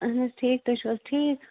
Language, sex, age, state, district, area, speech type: Kashmiri, female, 30-45, Jammu and Kashmir, Shopian, rural, conversation